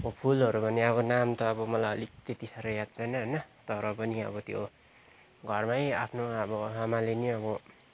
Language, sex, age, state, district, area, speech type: Nepali, male, 18-30, West Bengal, Kalimpong, rural, spontaneous